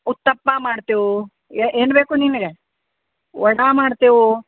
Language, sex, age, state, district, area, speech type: Kannada, female, 60+, Karnataka, Bidar, urban, conversation